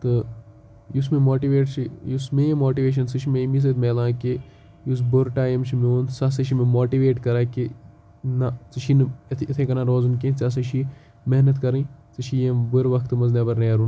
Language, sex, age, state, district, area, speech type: Kashmiri, male, 18-30, Jammu and Kashmir, Kupwara, rural, spontaneous